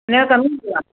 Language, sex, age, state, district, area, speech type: Sindhi, female, 60+, Maharashtra, Mumbai Suburban, urban, conversation